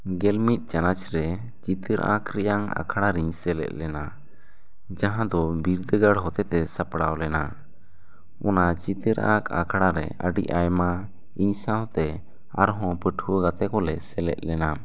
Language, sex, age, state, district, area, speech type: Santali, male, 18-30, West Bengal, Bankura, rural, spontaneous